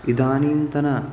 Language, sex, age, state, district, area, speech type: Sanskrit, male, 18-30, Karnataka, Uttara Kannada, rural, spontaneous